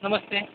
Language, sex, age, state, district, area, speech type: Hindi, male, 45-60, Rajasthan, Jodhpur, urban, conversation